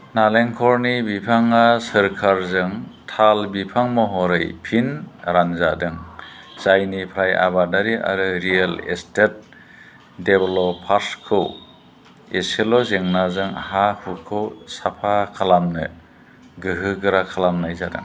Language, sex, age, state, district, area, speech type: Bodo, male, 60+, Assam, Chirang, urban, read